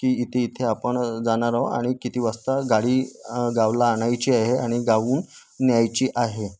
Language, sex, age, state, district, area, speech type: Marathi, male, 30-45, Maharashtra, Nagpur, urban, spontaneous